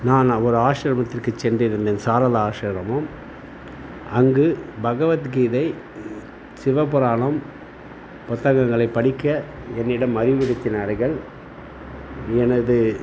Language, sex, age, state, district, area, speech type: Tamil, male, 45-60, Tamil Nadu, Tiruvannamalai, rural, spontaneous